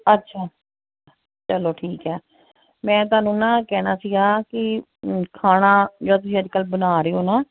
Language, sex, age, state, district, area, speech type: Punjabi, female, 45-60, Punjab, Ludhiana, urban, conversation